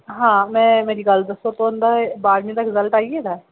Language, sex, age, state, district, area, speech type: Dogri, female, 18-30, Jammu and Kashmir, Kathua, rural, conversation